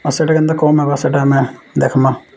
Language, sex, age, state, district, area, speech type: Odia, male, 18-30, Odisha, Bargarh, urban, spontaneous